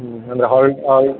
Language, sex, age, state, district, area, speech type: Kannada, male, 30-45, Karnataka, Udupi, rural, conversation